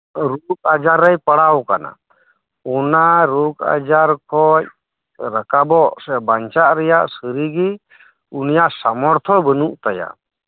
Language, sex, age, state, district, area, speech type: Santali, male, 45-60, West Bengal, Birbhum, rural, conversation